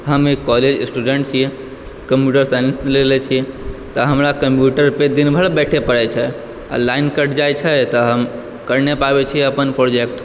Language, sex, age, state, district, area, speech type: Maithili, male, 18-30, Bihar, Purnia, urban, spontaneous